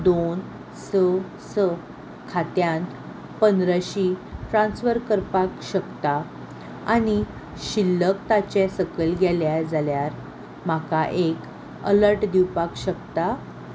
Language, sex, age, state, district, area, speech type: Goan Konkani, female, 18-30, Goa, Salcete, urban, read